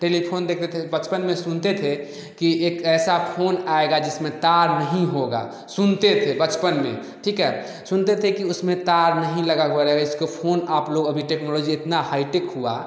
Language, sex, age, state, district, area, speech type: Hindi, male, 18-30, Bihar, Samastipur, rural, spontaneous